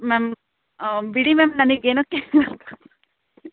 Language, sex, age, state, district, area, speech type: Kannada, female, 18-30, Karnataka, Chikkamagaluru, rural, conversation